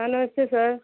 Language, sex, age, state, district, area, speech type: Hindi, female, 60+, Uttar Pradesh, Mau, rural, conversation